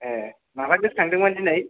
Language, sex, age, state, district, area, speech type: Bodo, male, 18-30, Assam, Kokrajhar, rural, conversation